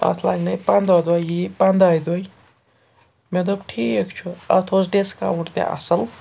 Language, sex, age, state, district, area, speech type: Kashmiri, male, 60+, Jammu and Kashmir, Srinagar, urban, spontaneous